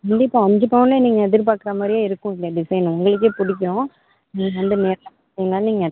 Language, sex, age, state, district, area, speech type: Tamil, female, 30-45, Tamil Nadu, Mayiladuthurai, urban, conversation